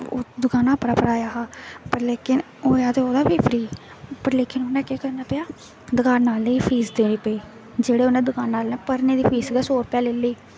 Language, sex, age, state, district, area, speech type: Dogri, female, 18-30, Jammu and Kashmir, Jammu, rural, spontaneous